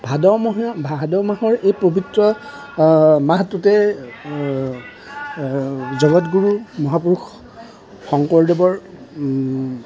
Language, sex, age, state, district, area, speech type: Assamese, male, 45-60, Assam, Darrang, rural, spontaneous